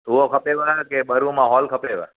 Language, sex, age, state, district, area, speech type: Sindhi, male, 30-45, Gujarat, Surat, urban, conversation